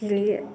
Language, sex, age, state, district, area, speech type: Hindi, female, 45-60, Bihar, Madhepura, rural, spontaneous